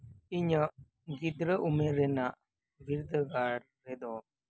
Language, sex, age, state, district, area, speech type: Santali, male, 18-30, West Bengal, Birbhum, rural, spontaneous